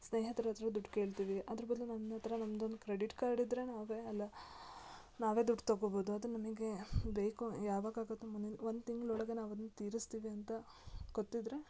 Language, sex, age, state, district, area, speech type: Kannada, female, 18-30, Karnataka, Shimoga, rural, spontaneous